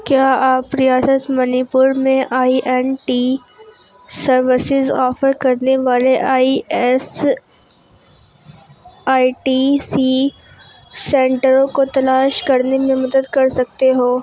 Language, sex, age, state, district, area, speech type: Urdu, female, 18-30, Uttar Pradesh, Ghaziabad, urban, read